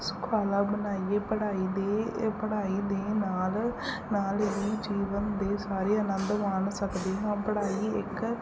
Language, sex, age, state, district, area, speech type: Punjabi, female, 30-45, Punjab, Mansa, urban, spontaneous